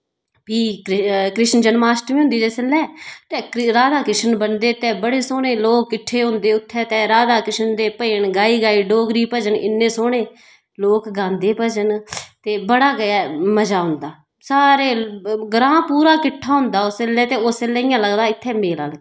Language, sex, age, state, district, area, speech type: Dogri, female, 30-45, Jammu and Kashmir, Udhampur, rural, spontaneous